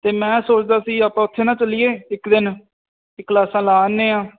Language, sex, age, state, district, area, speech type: Punjabi, male, 18-30, Punjab, Firozpur, rural, conversation